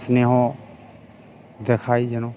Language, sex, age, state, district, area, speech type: Bengali, male, 45-60, West Bengal, Uttar Dinajpur, urban, spontaneous